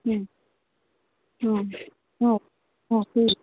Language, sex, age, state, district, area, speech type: Odia, female, 45-60, Odisha, Sundergarh, rural, conversation